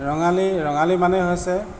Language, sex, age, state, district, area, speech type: Assamese, male, 45-60, Assam, Tinsukia, rural, spontaneous